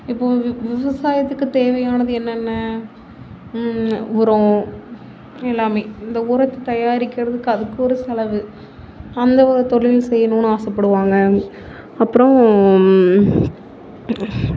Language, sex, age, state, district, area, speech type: Tamil, female, 18-30, Tamil Nadu, Mayiladuthurai, urban, spontaneous